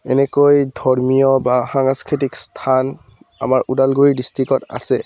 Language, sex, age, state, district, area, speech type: Assamese, male, 18-30, Assam, Udalguri, rural, spontaneous